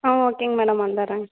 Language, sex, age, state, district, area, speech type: Tamil, female, 18-30, Tamil Nadu, Namakkal, rural, conversation